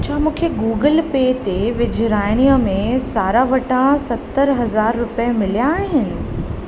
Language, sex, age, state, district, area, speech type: Sindhi, female, 18-30, Uttar Pradesh, Lucknow, rural, read